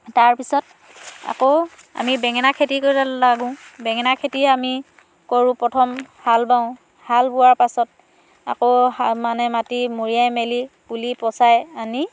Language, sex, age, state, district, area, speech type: Assamese, female, 30-45, Assam, Dhemaji, rural, spontaneous